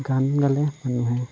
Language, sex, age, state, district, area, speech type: Assamese, male, 30-45, Assam, Darrang, rural, spontaneous